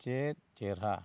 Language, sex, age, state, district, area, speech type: Santali, male, 30-45, West Bengal, Bankura, rural, read